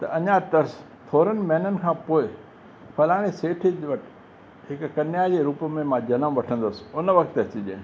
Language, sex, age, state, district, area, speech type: Sindhi, male, 60+, Rajasthan, Ajmer, urban, spontaneous